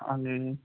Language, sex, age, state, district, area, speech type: Punjabi, male, 45-60, Punjab, Moga, rural, conversation